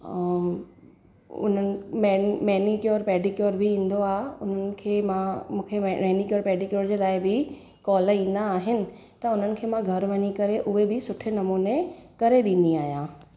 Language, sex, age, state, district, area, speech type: Sindhi, female, 30-45, Gujarat, Surat, urban, spontaneous